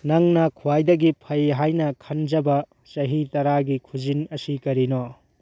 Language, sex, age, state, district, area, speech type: Manipuri, male, 18-30, Manipur, Churachandpur, rural, read